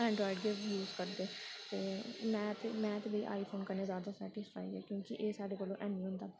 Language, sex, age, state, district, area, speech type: Dogri, female, 18-30, Jammu and Kashmir, Samba, rural, spontaneous